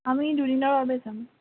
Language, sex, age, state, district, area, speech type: Assamese, female, 18-30, Assam, Kamrup Metropolitan, rural, conversation